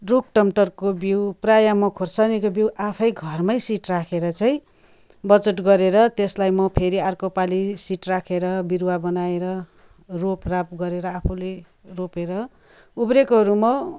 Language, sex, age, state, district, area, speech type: Nepali, female, 45-60, West Bengal, Kalimpong, rural, spontaneous